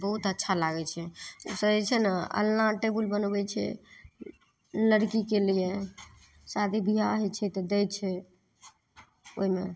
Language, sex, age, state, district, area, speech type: Maithili, female, 30-45, Bihar, Madhepura, rural, spontaneous